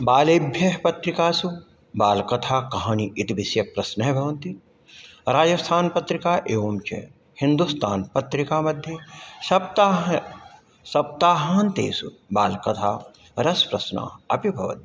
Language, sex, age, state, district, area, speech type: Sanskrit, male, 60+, Uttar Pradesh, Ayodhya, urban, spontaneous